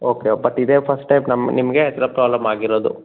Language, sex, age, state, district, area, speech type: Kannada, male, 30-45, Karnataka, Chikkaballapur, rural, conversation